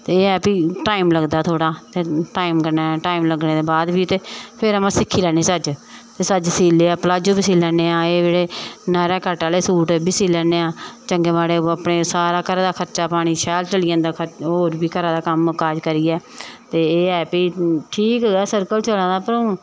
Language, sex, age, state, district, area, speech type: Dogri, female, 45-60, Jammu and Kashmir, Samba, rural, spontaneous